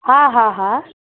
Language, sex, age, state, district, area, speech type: Sindhi, female, 18-30, Rajasthan, Ajmer, urban, conversation